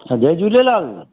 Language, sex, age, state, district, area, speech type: Sindhi, male, 45-60, Gujarat, Surat, urban, conversation